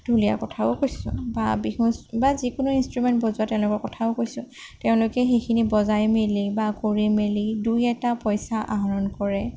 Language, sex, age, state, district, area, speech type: Assamese, female, 45-60, Assam, Sonitpur, rural, spontaneous